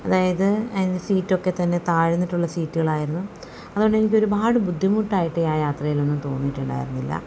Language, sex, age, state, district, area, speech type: Malayalam, female, 45-60, Kerala, Palakkad, rural, spontaneous